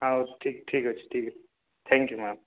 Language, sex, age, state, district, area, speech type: Odia, male, 30-45, Odisha, Balangir, urban, conversation